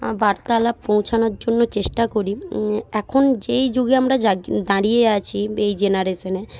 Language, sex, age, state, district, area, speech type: Bengali, female, 18-30, West Bengal, Jhargram, rural, spontaneous